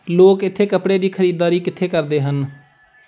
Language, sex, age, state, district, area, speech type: Punjabi, male, 18-30, Punjab, Pathankot, rural, read